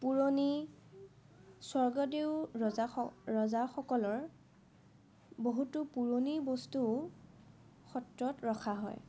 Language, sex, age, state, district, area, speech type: Assamese, female, 18-30, Assam, Majuli, urban, spontaneous